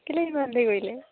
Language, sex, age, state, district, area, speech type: Assamese, female, 18-30, Assam, Dibrugarh, rural, conversation